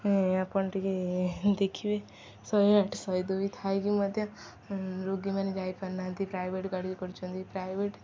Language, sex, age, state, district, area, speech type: Odia, female, 18-30, Odisha, Jagatsinghpur, rural, spontaneous